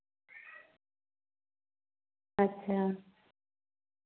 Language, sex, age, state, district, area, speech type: Dogri, female, 30-45, Jammu and Kashmir, Reasi, rural, conversation